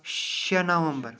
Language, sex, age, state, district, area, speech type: Kashmiri, male, 30-45, Jammu and Kashmir, Srinagar, urban, spontaneous